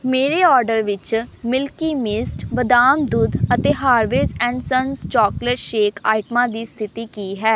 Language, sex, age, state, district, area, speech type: Punjabi, female, 18-30, Punjab, Amritsar, urban, read